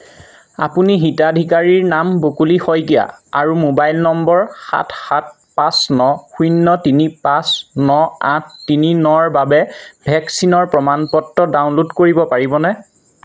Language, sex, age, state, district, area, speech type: Assamese, male, 30-45, Assam, Majuli, urban, read